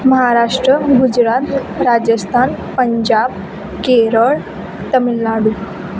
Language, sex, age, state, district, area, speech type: Marathi, female, 18-30, Maharashtra, Wardha, rural, spontaneous